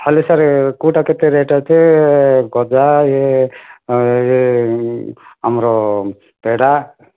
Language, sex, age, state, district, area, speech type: Odia, male, 30-45, Odisha, Kandhamal, rural, conversation